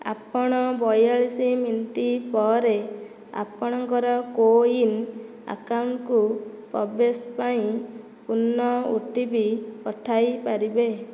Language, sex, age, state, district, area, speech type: Odia, female, 18-30, Odisha, Nayagarh, rural, read